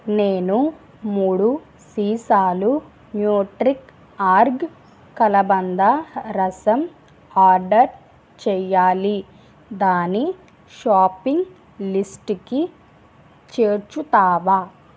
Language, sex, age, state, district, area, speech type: Telugu, female, 30-45, Andhra Pradesh, East Godavari, rural, read